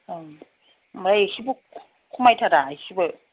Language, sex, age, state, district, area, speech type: Bodo, female, 30-45, Assam, Kokrajhar, rural, conversation